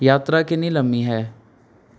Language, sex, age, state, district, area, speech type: Punjabi, male, 18-30, Punjab, Mansa, rural, read